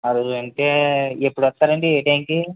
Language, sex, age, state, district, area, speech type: Telugu, male, 60+, Andhra Pradesh, Kakinada, rural, conversation